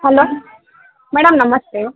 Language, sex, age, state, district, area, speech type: Kannada, female, 18-30, Karnataka, Vijayanagara, rural, conversation